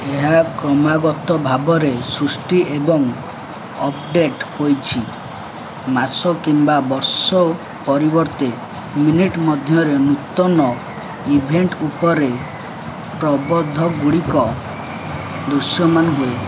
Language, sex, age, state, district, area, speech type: Odia, male, 18-30, Odisha, Jagatsinghpur, urban, read